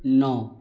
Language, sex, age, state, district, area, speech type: Hindi, male, 60+, Madhya Pradesh, Gwalior, rural, read